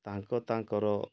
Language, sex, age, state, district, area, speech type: Odia, male, 60+, Odisha, Mayurbhanj, rural, spontaneous